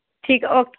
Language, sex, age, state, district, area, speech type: Punjabi, female, 30-45, Punjab, Pathankot, rural, conversation